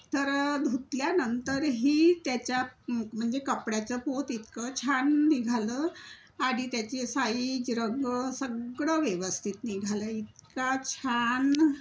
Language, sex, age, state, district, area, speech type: Marathi, female, 60+, Maharashtra, Nagpur, urban, spontaneous